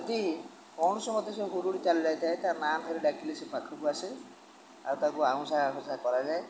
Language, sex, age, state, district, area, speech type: Odia, male, 60+, Odisha, Jagatsinghpur, rural, spontaneous